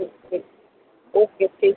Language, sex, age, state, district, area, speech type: Marathi, female, 45-60, Maharashtra, Mumbai Suburban, urban, conversation